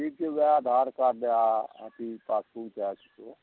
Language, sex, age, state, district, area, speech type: Maithili, male, 60+, Bihar, Araria, rural, conversation